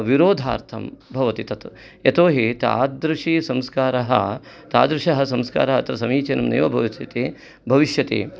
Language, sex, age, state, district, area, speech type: Sanskrit, male, 45-60, Karnataka, Uttara Kannada, urban, spontaneous